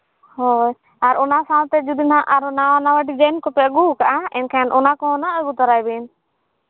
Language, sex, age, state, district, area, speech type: Santali, female, 18-30, Jharkhand, East Singhbhum, rural, conversation